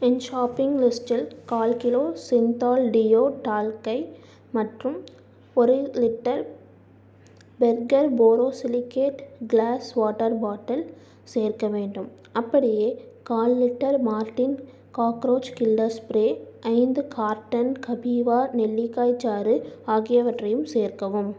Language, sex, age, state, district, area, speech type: Tamil, female, 18-30, Tamil Nadu, Tiruppur, urban, read